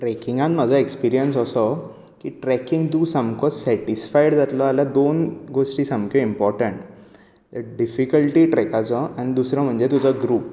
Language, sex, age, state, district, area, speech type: Goan Konkani, male, 18-30, Goa, Bardez, urban, spontaneous